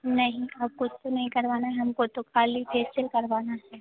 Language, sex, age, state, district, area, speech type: Hindi, female, 18-30, Bihar, Darbhanga, rural, conversation